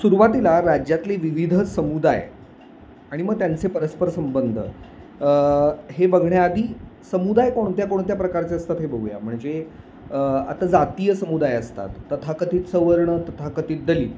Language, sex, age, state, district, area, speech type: Marathi, male, 30-45, Maharashtra, Sangli, urban, spontaneous